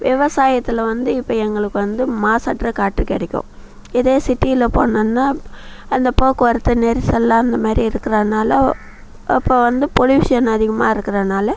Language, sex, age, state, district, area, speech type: Tamil, female, 45-60, Tamil Nadu, Viluppuram, rural, spontaneous